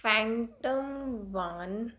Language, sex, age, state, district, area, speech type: Punjabi, female, 18-30, Punjab, Fazilka, rural, spontaneous